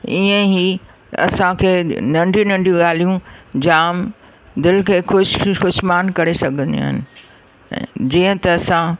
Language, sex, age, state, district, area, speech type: Sindhi, female, 45-60, Maharashtra, Thane, urban, spontaneous